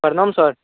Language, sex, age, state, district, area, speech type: Maithili, male, 18-30, Bihar, Saharsa, rural, conversation